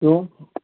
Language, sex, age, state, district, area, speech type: Urdu, male, 18-30, Bihar, Araria, rural, conversation